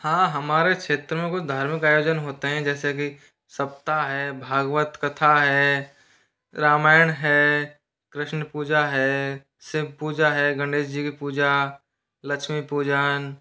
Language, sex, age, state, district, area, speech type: Hindi, male, 30-45, Rajasthan, Jaipur, urban, spontaneous